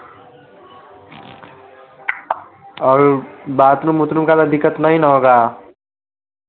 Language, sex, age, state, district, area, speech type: Hindi, male, 18-30, Bihar, Vaishali, rural, conversation